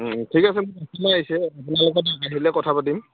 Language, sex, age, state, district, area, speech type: Assamese, male, 18-30, Assam, Dhemaji, rural, conversation